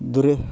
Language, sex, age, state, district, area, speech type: Kannada, male, 30-45, Karnataka, Vijayanagara, rural, spontaneous